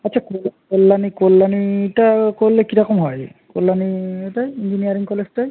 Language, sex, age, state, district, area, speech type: Bengali, male, 30-45, West Bengal, Uttar Dinajpur, urban, conversation